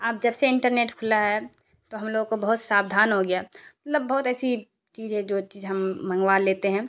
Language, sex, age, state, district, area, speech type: Urdu, female, 30-45, Bihar, Darbhanga, rural, spontaneous